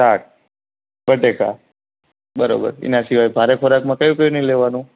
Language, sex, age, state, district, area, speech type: Gujarati, male, 18-30, Gujarat, Morbi, urban, conversation